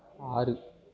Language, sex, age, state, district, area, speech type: Tamil, male, 18-30, Tamil Nadu, Perambalur, rural, read